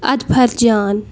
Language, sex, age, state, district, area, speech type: Kashmiri, female, 30-45, Jammu and Kashmir, Bandipora, rural, spontaneous